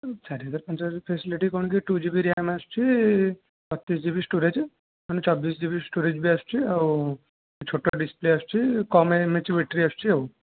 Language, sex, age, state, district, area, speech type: Odia, male, 18-30, Odisha, Jajpur, rural, conversation